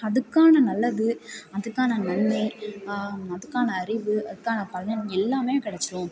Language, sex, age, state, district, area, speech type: Tamil, female, 18-30, Tamil Nadu, Tiruvarur, rural, spontaneous